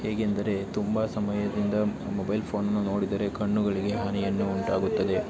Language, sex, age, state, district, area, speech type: Kannada, male, 18-30, Karnataka, Tumkur, rural, spontaneous